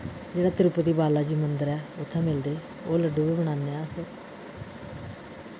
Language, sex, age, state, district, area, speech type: Dogri, female, 45-60, Jammu and Kashmir, Udhampur, urban, spontaneous